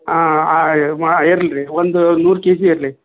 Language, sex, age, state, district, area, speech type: Kannada, male, 60+, Karnataka, Koppal, urban, conversation